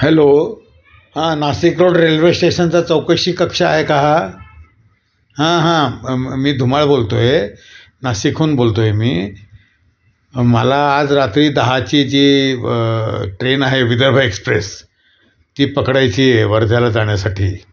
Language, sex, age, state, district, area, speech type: Marathi, male, 60+, Maharashtra, Nashik, urban, spontaneous